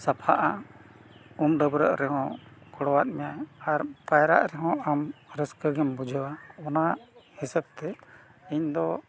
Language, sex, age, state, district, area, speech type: Santali, male, 60+, Odisha, Mayurbhanj, rural, spontaneous